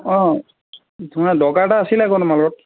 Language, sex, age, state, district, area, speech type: Assamese, male, 18-30, Assam, Jorhat, urban, conversation